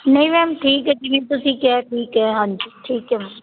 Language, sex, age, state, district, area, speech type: Punjabi, female, 30-45, Punjab, Fazilka, rural, conversation